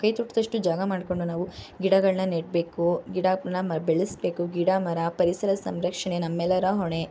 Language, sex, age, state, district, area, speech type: Kannada, female, 18-30, Karnataka, Mysore, urban, spontaneous